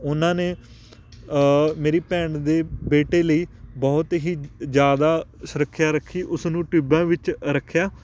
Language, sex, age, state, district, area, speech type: Punjabi, male, 18-30, Punjab, Patiala, rural, spontaneous